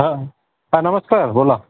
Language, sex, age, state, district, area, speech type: Marathi, male, 45-60, Maharashtra, Amravati, rural, conversation